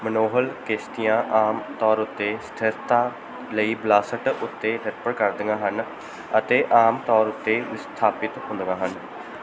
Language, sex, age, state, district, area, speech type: Punjabi, male, 18-30, Punjab, Bathinda, rural, read